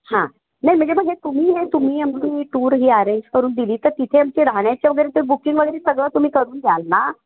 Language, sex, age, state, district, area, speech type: Marathi, female, 60+, Maharashtra, Kolhapur, urban, conversation